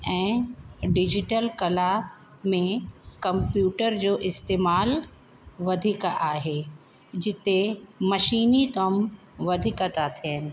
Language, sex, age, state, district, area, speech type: Sindhi, female, 45-60, Uttar Pradesh, Lucknow, rural, spontaneous